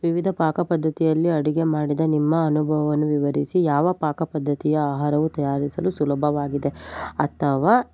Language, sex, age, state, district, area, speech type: Kannada, female, 18-30, Karnataka, Shimoga, rural, spontaneous